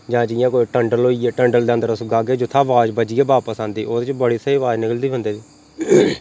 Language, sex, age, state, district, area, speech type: Dogri, male, 30-45, Jammu and Kashmir, Reasi, rural, spontaneous